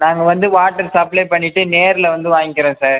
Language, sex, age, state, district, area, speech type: Tamil, female, 18-30, Tamil Nadu, Cuddalore, rural, conversation